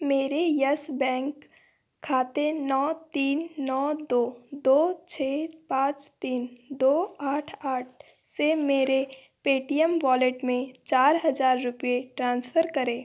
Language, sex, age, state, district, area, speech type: Hindi, female, 30-45, Madhya Pradesh, Balaghat, rural, read